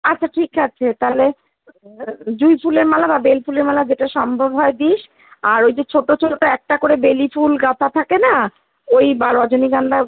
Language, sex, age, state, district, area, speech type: Bengali, female, 45-60, West Bengal, Kolkata, urban, conversation